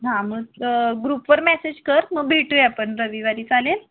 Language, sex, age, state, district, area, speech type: Marathi, female, 18-30, Maharashtra, Kolhapur, urban, conversation